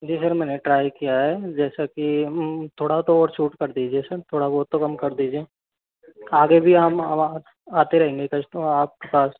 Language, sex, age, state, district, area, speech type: Hindi, male, 30-45, Rajasthan, Karauli, rural, conversation